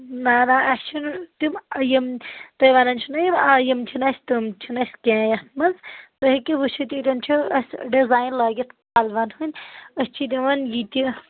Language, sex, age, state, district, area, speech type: Kashmiri, female, 30-45, Jammu and Kashmir, Anantnag, rural, conversation